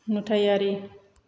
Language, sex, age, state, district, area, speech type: Bodo, female, 45-60, Assam, Chirang, rural, read